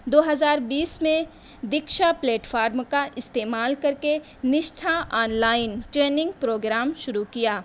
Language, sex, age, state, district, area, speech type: Urdu, female, 18-30, Uttar Pradesh, Mau, urban, spontaneous